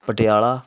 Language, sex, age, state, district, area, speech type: Punjabi, male, 30-45, Punjab, Patiala, rural, spontaneous